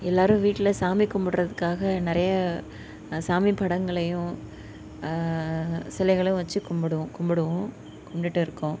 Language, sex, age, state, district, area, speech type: Tamil, female, 18-30, Tamil Nadu, Nagapattinam, rural, spontaneous